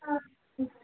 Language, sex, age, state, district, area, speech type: Telugu, female, 18-30, Telangana, Ranga Reddy, rural, conversation